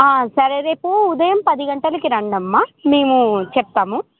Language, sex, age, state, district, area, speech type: Telugu, female, 18-30, Telangana, Khammam, urban, conversation